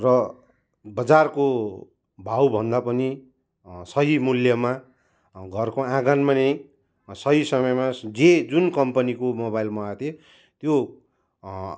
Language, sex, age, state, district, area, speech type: Nepali, male, 45-60, West Bengal, Kalimpong, rural, spontaneous